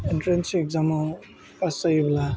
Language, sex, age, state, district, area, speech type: Bodo, male, 18-30, Assam, Udalguri, urban, spontaneous